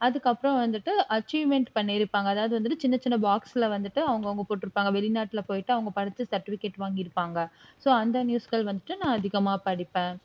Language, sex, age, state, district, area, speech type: Tamil, female, 30-45, Tamil Nadu, Erode, rural, spontaneous